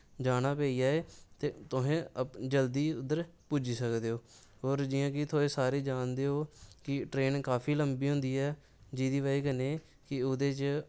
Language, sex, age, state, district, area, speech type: Dogri, male, 18-30, Jammu and Kashmir, Samba, urban, spontaneous